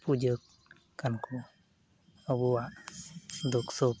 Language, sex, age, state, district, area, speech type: Santali, male, 30-45, West Bengal, Uttar Dinajpur, rural, spontaneous